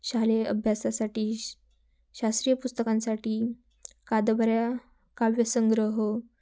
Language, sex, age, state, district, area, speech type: Marathi, female, 18-30, Maharashtra, Ahmednagar, rural, spontaneous